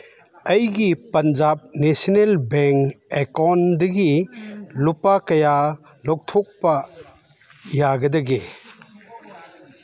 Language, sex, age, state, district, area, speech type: Manipuri, male, 60+, Manipur, Chandel, rural, read